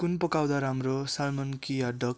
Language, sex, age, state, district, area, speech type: Nepali, male, 18-30, West Bengal, Darjeeling, rural, read